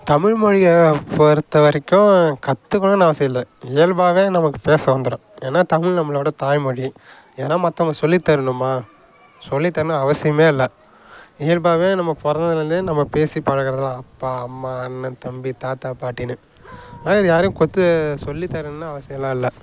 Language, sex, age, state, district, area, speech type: Tamil, male, 18-30, Tamil Nadu, Kallakurichi, rural, spontaneous